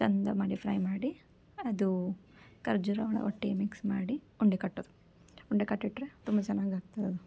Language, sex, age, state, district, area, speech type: Kannada, female, 18-30, Karnataka, Koppal, urban, spontaneous